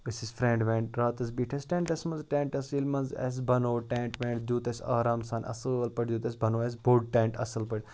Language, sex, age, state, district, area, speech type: Kashmiri, male, 30-45, Jammu and Kashmir, Ganderbal, rural, spontaneous